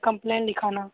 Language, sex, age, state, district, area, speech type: Hindi, male, 18-30, Bihar, Darbhanga, rural, conversation